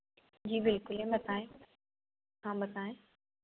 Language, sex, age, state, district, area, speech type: Hindi, female, 18-30, Madhya Pradesh, Ujjain, urban, conversation